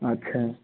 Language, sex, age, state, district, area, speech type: Maithili, male, 18-30, Bihar, Begusarai, rural, conversation